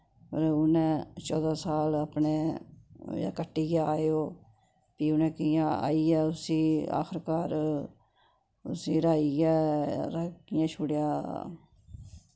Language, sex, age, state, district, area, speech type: Dogri, female, 45-60, Jammu and Kashmir, Udhampur, urban, spontaneous